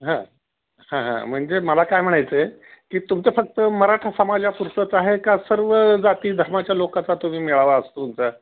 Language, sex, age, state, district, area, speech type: Marathi, male, 60+, Maharashtra, Osmanabad, rural, conversation